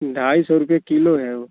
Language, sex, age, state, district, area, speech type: Hindi, male, 18-30, Uttar Pradesh, Azamgarh, rural, conversation